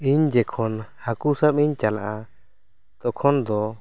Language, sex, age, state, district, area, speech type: Santali, male, 18-30, West Bengal, Bankura, rural, spontaneous